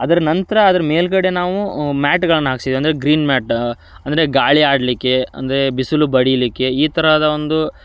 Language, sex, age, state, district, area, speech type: Kannada, male, 30-45, Karnataka, Dharwad, rural, spontaneous